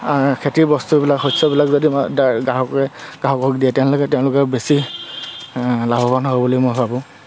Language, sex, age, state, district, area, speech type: Assamese, male, 30-45, Assam, Dhemaji, rural, spontaneous